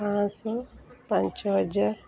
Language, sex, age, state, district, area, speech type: Odia, female, 45-60, Odisha, Sundergarh, urban, spontaneous